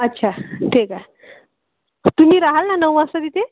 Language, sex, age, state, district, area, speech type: Marathi, female, 30-45, Maharashtra, Akola, urban, conversation